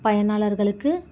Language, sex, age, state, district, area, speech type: Tamil, female, 30-45, Tamil Nadu, Chengalpattu, urban, spontaneous